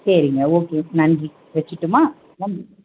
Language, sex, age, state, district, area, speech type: Tamil, female, 30-45, Tamil Nadu, Chengalpattu, urban, conversation